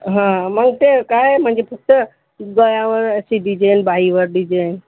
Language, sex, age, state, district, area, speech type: Marathi, female, 45-60, Maharashtra, Buldhana, rural, conversation